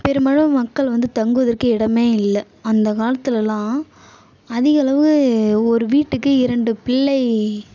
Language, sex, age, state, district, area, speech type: Tamil, female, 18-30, Tamil Nadu, Kallakurichi, urban, spontaneous